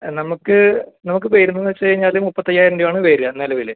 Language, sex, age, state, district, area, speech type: Malayalam, male, 18-30, Kerala, Kasaragod, rural, conversation